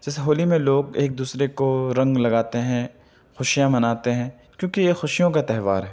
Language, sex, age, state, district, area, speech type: Urdu, male, 18-30, Delhi, Central Delhi, rural, spontaneous